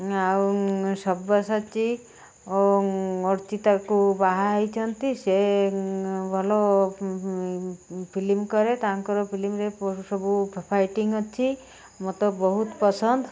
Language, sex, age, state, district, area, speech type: Odia, female, 45-60, Odisha, Malkangiri, urban, spontaneous